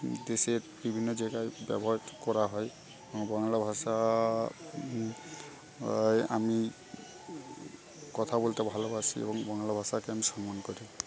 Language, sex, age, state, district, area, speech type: Bengali, male, 18-30, West Bengal, Paschim Medinipur, rural, spontaneous